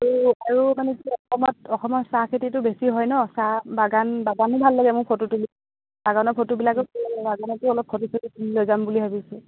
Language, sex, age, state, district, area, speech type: Assamese, female, 45-60, Assam, Dibrugarh, rural, conversation